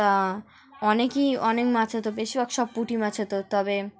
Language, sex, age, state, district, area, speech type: Bengali, female, 18-30, West Bengal, Dakshin Dinajpur, urban, spontaneous